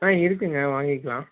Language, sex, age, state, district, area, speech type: Tamil, male, 18-30, Tamil Nadu, Nagapattinam, rural, conversation